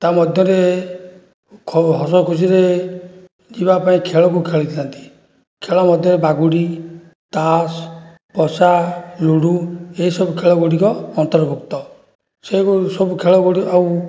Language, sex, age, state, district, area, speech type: Odia, male, 60+, Odisha, Jajpur, rural, spontaneous